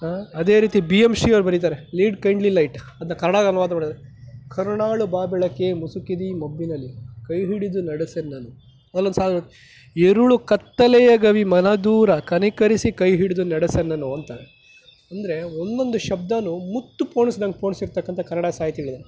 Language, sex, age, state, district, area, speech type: Kannada, male, 30-45, Karnataka, Chikkaballapur, rural, spontaneous